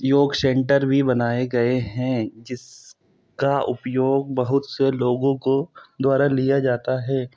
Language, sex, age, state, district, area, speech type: Hindi, male, 18-30, Madhya Pradesh, Bhopal, urban, spontaneous